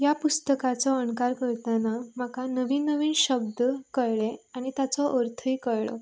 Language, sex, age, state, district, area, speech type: Goan Konkani, female, 18-30, Goa, Canacona, rural, spontaneous